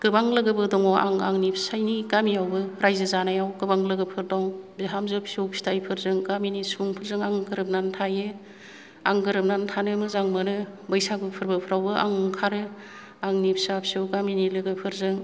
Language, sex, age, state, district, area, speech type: Bodo, female, 60+, Assam, Kokrajhar, rural, spontaneous